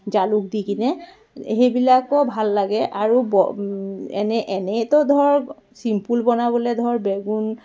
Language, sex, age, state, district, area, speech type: Assamese, female, 45-60, Assam, Dibrugarh, rural, spontaneous